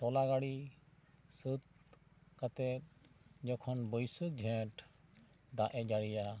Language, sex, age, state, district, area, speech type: Santali, male, 30-45, West Bengal, Bankura, rural, spontaneous